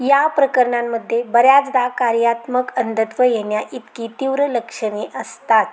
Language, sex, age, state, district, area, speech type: Marathi, female, 30-45, Maharashtra, Satara, rural, read